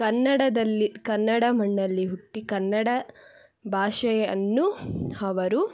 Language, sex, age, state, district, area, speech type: Kannada, female, 18-30, Karnataka, Chitradurga, rural, spontaneous